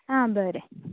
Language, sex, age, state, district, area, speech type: Goan Konkani, female, 18-30, Goa, Canacona, rural, conversation